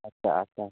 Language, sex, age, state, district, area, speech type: Bodo, male, 18-30, Assam, Baksa, rural, conversation